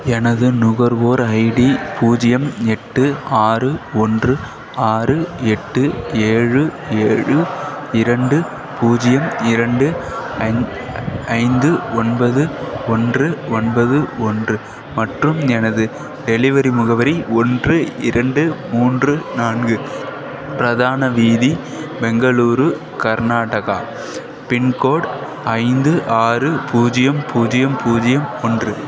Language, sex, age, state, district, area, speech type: Tamil, male, 18-30, Tamil Nadu, Perambalur, rural, read